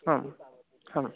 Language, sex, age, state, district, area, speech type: Sanskrit, male, 18-30, Uttar Pradesh, Mirzapur, rural, conversation